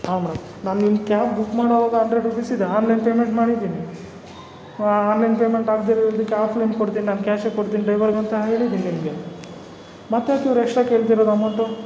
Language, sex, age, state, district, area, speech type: Kannada, male, 45-60, Karnataka, Kolar, rural, spontaneous